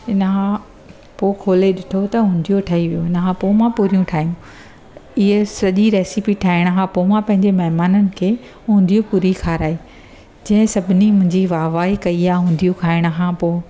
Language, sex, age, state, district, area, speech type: Sindhi, female, 45-60, Gujarat, Surat, urban, spontaneous